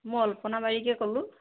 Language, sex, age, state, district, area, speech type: Assamese, female, 30-45, Assam, Jorhat, urban, conversation